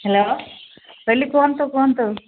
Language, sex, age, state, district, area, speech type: Odia, female, 60+, Odisha, Angul, rural, conversation